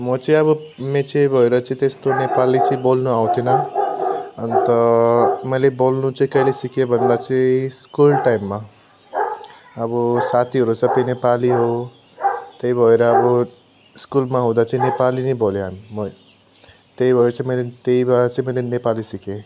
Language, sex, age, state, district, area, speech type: Nepali, male, 45-60, West Bengal, Darjeeling, rural, spontaneous